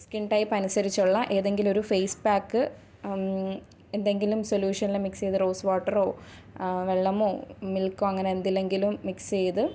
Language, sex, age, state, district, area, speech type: Malayalam, female, 18-30, Kerala, Thiruvananthapuram, rural, spontaneous